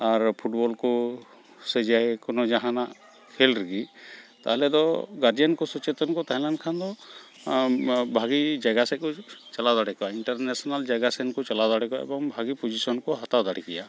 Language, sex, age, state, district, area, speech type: Santali, male, 45-60, West Bengal, Malda, rural, spontaneous